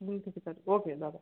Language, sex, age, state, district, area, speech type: Bengali, male, 18-30, West Bengal, Bankura, urban, conversation